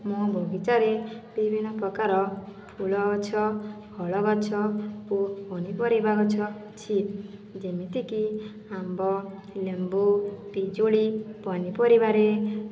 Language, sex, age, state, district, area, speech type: Odia, female, 60+, Odisha, Boudh, rural, spontaneous